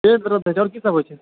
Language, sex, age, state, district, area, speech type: Maithili, male, 18-30, Bihar, Purnia, urban, conversation